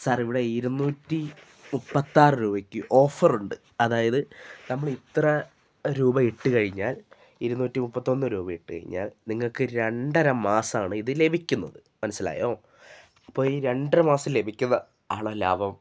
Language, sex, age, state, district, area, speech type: Malayalam, male, 45-60, Kerala, Wayanad, rural, spontaneous